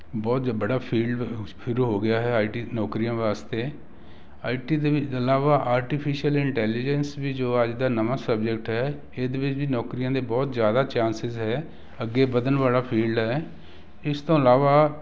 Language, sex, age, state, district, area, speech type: Punjabi, male, 60+, Punjab, Jalandhar, urban, spontaneous